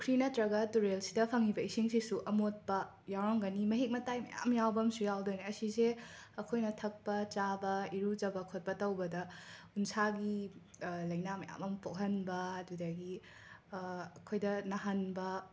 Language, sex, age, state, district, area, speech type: Manipuri, female, 18-30, Manipur, Imphal West, urban, spontaneous